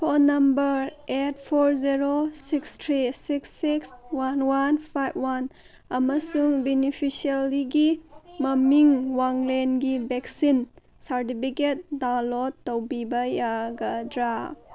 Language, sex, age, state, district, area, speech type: Manipuri, female, 30-45, Manipur, Senapati, rural, read